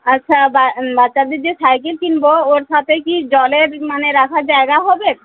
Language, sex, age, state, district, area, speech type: Bengali, female, 30-45, West Bengal, Uttar Dinajpur, urban, conversation